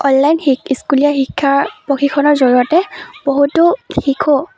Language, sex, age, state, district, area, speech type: Assamese, female, 18-30, Assam, Lakhimpur, rural, spontaneous